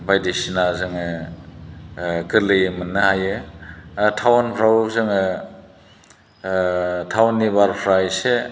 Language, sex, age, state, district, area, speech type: Bodo, male, 60+, Assam, Chirang, urban, spontaneous